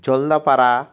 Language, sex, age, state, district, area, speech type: Bengali, male, 30-45, West Bengal, Alipurduar, rural, spontaneous